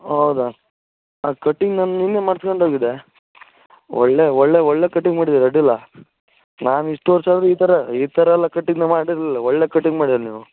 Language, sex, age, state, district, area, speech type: Kannada, male, 18-30, Karnataka, Shimoga, rural, conversation